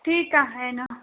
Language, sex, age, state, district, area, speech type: Marathi, female, 30-45, Maharashtra, Nagpur, urban, conversation